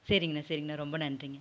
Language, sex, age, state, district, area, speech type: Tamil, female, 45-60, Tamil Nadu, Erode, rural, spontaneous